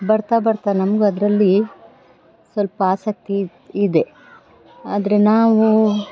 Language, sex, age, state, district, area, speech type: Kannada, female, 45-60, Karnataka, Dakshina Kannada, urban, spontaneous